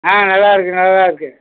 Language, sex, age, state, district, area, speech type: Tamil, male, 60+, Tamil Nadu, Thanjavur, rural, conversation